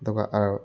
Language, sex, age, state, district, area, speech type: Manipuri, male, 30-45, Manipur, Thoubal, rural, spontaneous